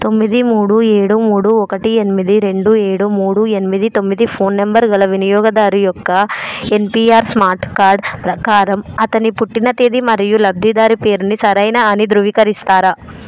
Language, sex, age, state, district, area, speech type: Telugu, female, 18-30, Telangana, Hyderabad, urban, read